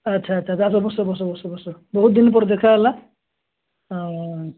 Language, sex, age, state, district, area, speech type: Odia, male, 30-45, Odisha, Nabarangpur, urban, conversation